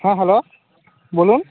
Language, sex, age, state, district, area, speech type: Bengali, male, 30-45, West Bengal, Jalpaiguri, rural, conversation